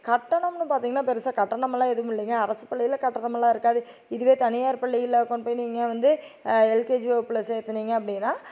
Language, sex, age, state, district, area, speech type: Tamil, female, 30-45, Tamil Nadu, Tiruppur, urban, spontaneous